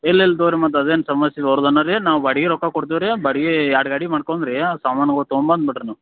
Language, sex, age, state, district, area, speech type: Kannada, male, 30-45, Karnataka, Belgaum, rural, conversation